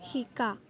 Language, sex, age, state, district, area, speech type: Assamese, female, 18-30, Assam, Kamrup Metropolitan, rural, read